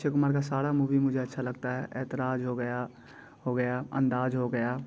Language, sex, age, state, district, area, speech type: Hindi, male, 18-30, Bihar, Muzaffarpur, rural, spontaneous